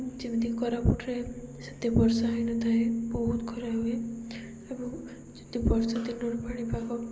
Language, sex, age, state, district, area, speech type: Odia, female, 18-30, Odisha, Koraput, urban, spontaneous